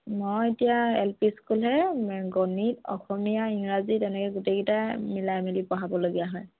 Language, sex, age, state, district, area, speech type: Assamese, female, 18-30, Assam, Lakhimpur, rural, conversation